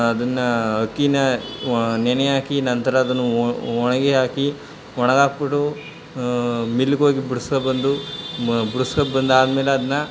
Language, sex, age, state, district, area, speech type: Kannada, male, 18-30, Karnataka, Chamarajanagar, rural, spontaneous